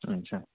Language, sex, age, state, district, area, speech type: Odia, male, 30-45, Odisha, Sambalpur, rural, conversation